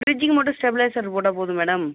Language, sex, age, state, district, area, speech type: Tamil, male, 30-45, Tamil Nadu, Viluppuram, rural, conversation